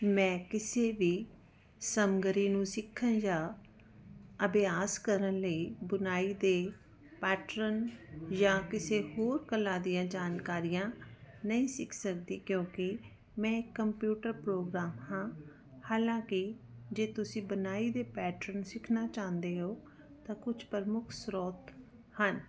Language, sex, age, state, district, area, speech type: Punjabi, female, 45-60, Punjab, Jalandhar, urban, spontaneous